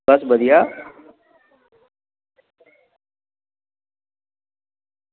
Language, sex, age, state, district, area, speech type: Dogri, male, 30-45, Jammu and Kashmir, Samba, rural, conversation